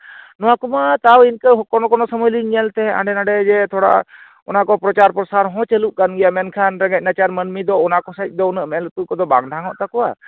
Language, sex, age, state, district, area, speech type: Santali, male, 45-60, West Bengal, Purulia, rural, conversation